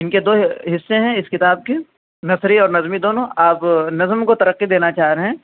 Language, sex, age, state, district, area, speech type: Urdu, male, 30-45, Uttar Pradesh, Azamgarh, rural, conversation